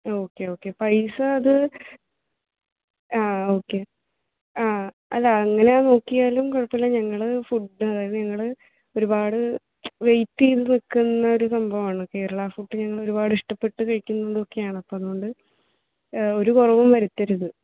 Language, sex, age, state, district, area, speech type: Malayalam, female, 30-45, Kerala, Palakkad, rural, conversation